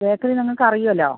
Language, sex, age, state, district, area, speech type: Malayalam, female, 60+, Kerala, Wayanad, rural, conversation